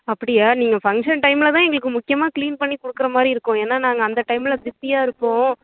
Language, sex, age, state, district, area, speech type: Tamil, female, 18-30, Tamil Nadu, Nagapattinam, rural, conversation